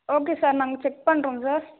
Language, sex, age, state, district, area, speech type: Tamil, female, 18-30, Tamil Nadu, Vellore, urban, conversation